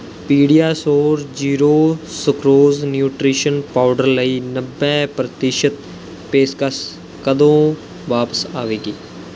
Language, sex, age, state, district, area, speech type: Punjabi, male, 18-30, Punjab, Mohali, rural, read